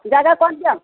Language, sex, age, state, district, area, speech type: Odia, female, 60+, Odisha, Gajapati, rural, conversation